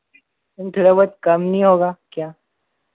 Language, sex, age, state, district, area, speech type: Hindi, male, 18-30, Madhya Pradesh, Harda, urban, conversation